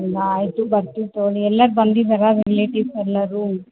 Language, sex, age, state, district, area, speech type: Kannada, female, 18-30, Karnataka, Bellary, rural, conversation